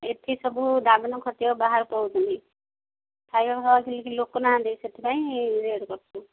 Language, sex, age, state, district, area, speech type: Odia, female, 45-60, Odisha, Gajapati, rural, conversation